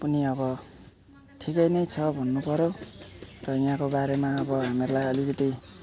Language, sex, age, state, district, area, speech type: Nepali, male, 60+, West Bengal, Alipurduar, urban, spontaneous